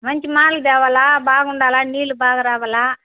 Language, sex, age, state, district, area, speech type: Telugu, female, 60+, Andhra Pradesh, Nellore, rural, conversation